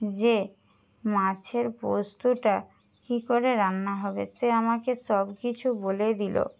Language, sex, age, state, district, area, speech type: Bengali, female, 60+, West Bengal, Jhargram, rural, spontaneous